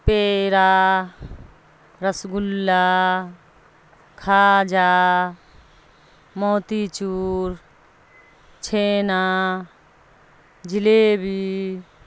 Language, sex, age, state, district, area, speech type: Urdu, female, 60+, Bihar, Darbhanga, rural, spontaneous